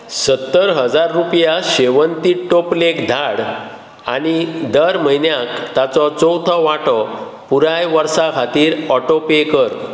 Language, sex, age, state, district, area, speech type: Goan Konkani, male, 60+, Goa, Bardez, rural, read